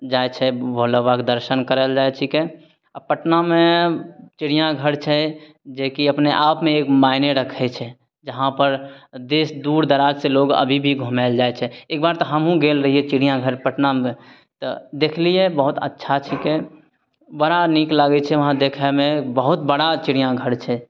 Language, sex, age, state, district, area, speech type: Maithili, male, 30-45, Bihar, Begusarai, urban, spontaneous